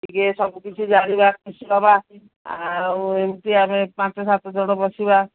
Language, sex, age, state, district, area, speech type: Odia, female, 60+, Odisha, Angul, rural, conversation